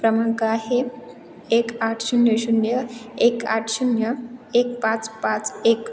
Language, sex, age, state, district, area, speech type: Marathi, female, 18-30, Maharashtra, Ahmednagar, rural, spontaneous